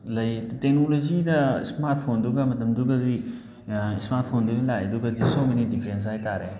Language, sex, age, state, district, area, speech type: Manipuri, male, 30-45, Manipur, Thoubal, rural, spontaneous